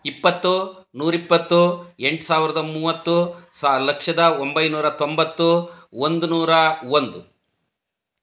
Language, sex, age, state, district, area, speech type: Kannada, male, 60+, Karnataka, Chitradurga, rural, spontaneous